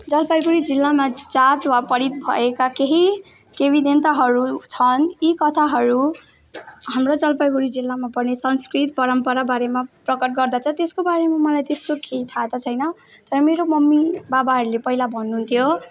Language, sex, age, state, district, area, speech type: Nepali, female, 18-30, West Bengal, Jalpaiguri, rural, spontaneous